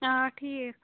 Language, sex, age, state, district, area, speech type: Kashmiri, female, 30-45, Jammu and Kashmir, Bandipora, rural, conversation